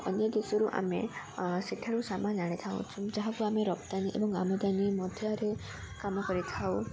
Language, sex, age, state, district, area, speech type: Odia, female, 18-30, Odisha, Koraput, urban, spontaneous